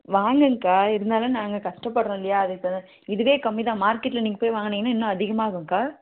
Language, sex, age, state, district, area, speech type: Tamil, female, 30-45, Tamil Nadu, Tirupattur, rural, conversation